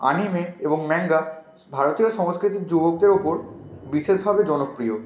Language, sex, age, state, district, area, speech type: Bengali, male, 18-30, West Bengal, Purba Medinipur, rural, spontaneous